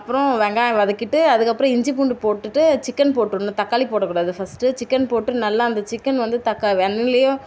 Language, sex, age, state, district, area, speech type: Tamil, female, 30-45, Tamil Nadu, Tiruvannamalai, urban, spontaneous